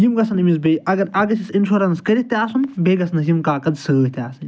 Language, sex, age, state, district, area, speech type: Kashmiri, male, 60+, Jammu and Kashmir, Srinagar, urban, spontaneous